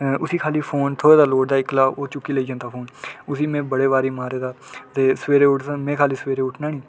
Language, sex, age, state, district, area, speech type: Dogri, male, 18-30, Jammu and Kashmir, Udhampur, rural, spontaneous